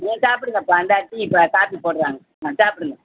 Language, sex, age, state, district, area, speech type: Tamil, female, 60+, Tamil Nadu, Madurai, urban, conversation